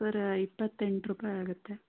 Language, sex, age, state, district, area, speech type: Kannada, female, 18-30, Karnataka, Davanagere, rural, conversation